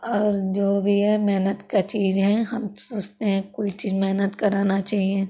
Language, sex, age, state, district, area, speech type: Hindi, female, 18-30, Uttar Pradesh, Chandauli, rural, spontaneous